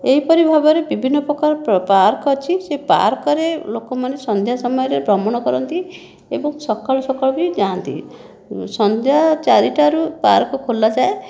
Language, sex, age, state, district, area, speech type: Odia, female, 18-30, Odisha, Jajpur, rural, spontaneous